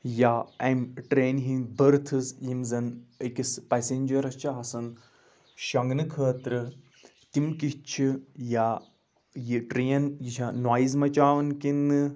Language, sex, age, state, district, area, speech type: Kashmiri, male, 30-45, Jammu and Kashmir, Anantnag, rural, spontaneous